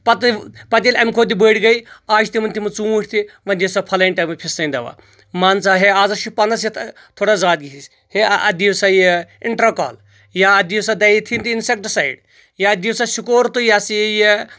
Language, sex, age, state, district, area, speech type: Kashmiri, male, 45-60, Jammu and Kashmir, Anantnag, rural, spontaneous